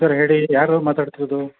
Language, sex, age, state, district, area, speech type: Kannada, male, 60+, Karnataka, Bangalore Urban, rural, conversation